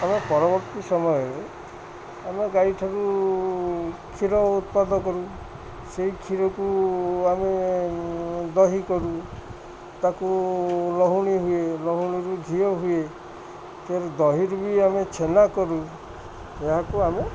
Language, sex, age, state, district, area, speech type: Odia, male, 30-45, Odisha, Jagatsinghpur, urban, spontaneous